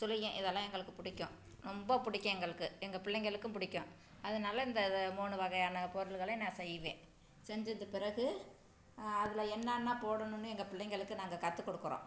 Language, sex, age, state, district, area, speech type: Tamil, female, 45-60, Tamil Nadu, Tiruchirappalli, rural, spontaneous